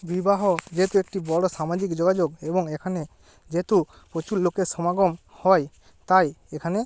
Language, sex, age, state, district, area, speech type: Bengali, male, 18-30, West Bengal, Jalpaiguri, rural, spontaneous